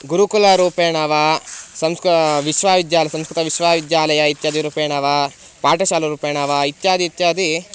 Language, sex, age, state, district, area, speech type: Sanskrit, male, 18-30, Karnataka, Bangalore Rural, urban, spontaneous